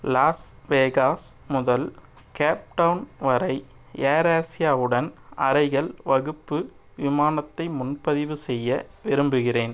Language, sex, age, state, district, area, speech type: Tamil, male, 18-30, Tamil Nadu, Madurai, urban, read